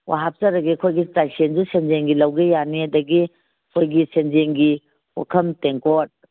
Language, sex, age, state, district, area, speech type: Manipuri, female, 45-60, Manipur, Kangpokpi, urban, conversation